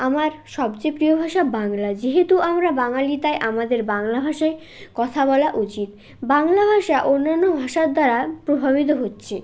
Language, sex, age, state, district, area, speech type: Bengali, male, 18-30, West Bengal, Jalpaiguri, rural, spontaneous